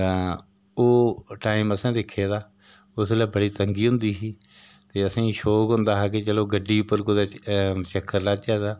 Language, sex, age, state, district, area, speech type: Dogri, male, 60+, Jammu and Kashmir, Udhampur, rural, spontaneous